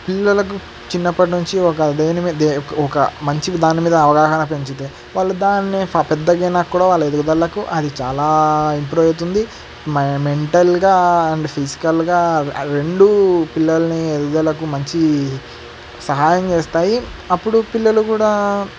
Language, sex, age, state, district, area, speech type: Telugu, male, 18-30, Andhra Pradesh, Sri Satya Sai, urban, spontaneous